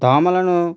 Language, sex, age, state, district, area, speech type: Telugu, male, 45-60, Andhra Pradesh, East Godavari, rural, spontaneous